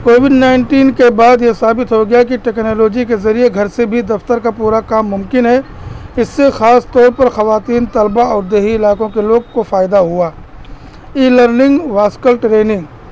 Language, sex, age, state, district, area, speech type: Urdu, male, 30-45, Uttar Pradesh, Balrampur, rural, spontaneous